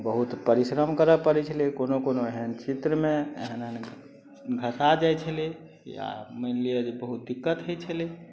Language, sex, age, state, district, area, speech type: Maithili, male, 45-60, Bihar, Madhubani, rural, spontaneous